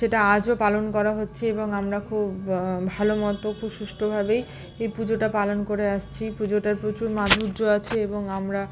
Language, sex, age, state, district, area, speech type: Bengali, female, 30-45, West Bengal, Malda, rural, spontaneous